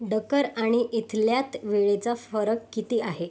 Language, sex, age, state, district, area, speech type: Marathi, female, 18-30, Maharashtra, Yavatmal, urban, read